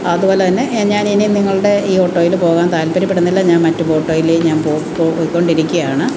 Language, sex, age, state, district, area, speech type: Malayalam, female, 45-60, Kerala, Alappuzha, rural, spontaneous